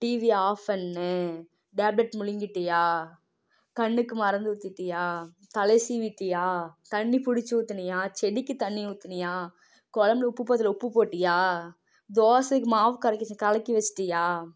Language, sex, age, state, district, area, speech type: Tamil, female, 18-30, Tamil Nadu, Namakkal, rural, spontaneous